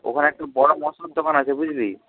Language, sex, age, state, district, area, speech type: Bengali, male, 45-60, West Bengal, Purba Medinipur, rural, conversation